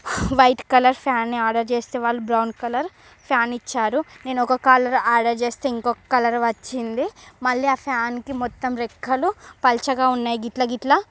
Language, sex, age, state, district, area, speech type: Telugu, female, 45-60, Andhra Pradesh, Srikakulam, rural, spontaneous